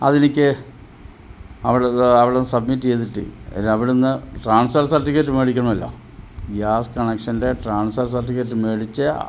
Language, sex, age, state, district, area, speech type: Malayalam, male, 60+, Kerala, Pathanamthitta, rural, spontaneous